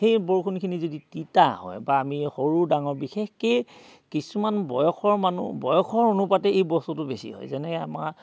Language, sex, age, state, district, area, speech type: Assamese, male, 45-60, Assam, Dhemaji, urban, spontaneous